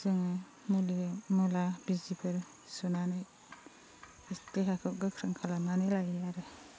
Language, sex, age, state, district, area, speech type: Bodo, female, 30-45, Assam, Baksa, rural, spontaneous